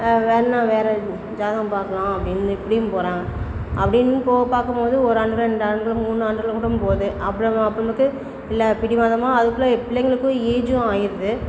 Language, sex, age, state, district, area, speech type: Tamil, female, 60+, Tamil Nadu, Perambalur, rural, spontaneous